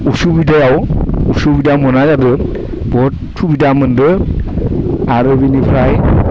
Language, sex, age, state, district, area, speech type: Bodo, male, 45-60, Assam, Udalguri, rural, spontaneous